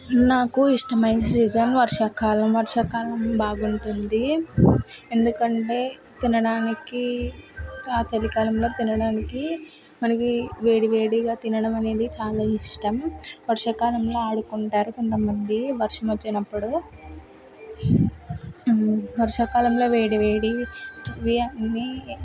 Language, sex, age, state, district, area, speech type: Telugu, female, 18-30, Andhra Pradesh, Kakinada, urban, spontaneous